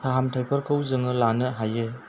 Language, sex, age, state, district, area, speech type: Bodo, male, 30-45, Assam, Chirang, rural, spontaneous